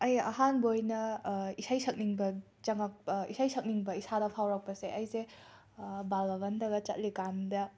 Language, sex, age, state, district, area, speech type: Manipuri, female, 18-30, Manipur, Imphal West, urban, spontaneous